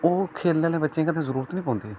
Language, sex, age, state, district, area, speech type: Dogri, male, 30-45, Jammu and Kashmir, Udhampur, rural, spontaneous